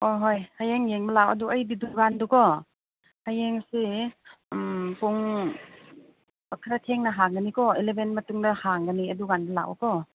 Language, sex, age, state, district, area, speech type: Manipuri, female, 45-60, Manipur, Chandel, rural, conversation